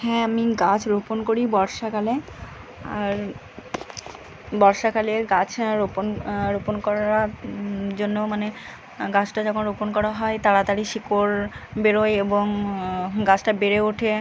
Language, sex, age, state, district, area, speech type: Bengali, female, 30-45, West Bengal, Purba Bardhaman, urban, spontaneous